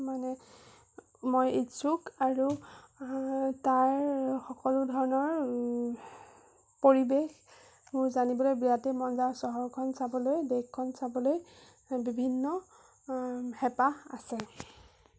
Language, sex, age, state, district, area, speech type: Assamese, female, 18-30, Assam, Sonitpur, urban, spontaneous